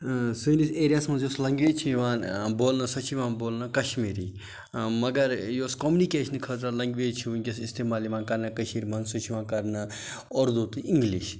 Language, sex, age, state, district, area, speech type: Kashmiri, male, 30-45, Jammu and Kashmir, Budgam, rural, spontaneous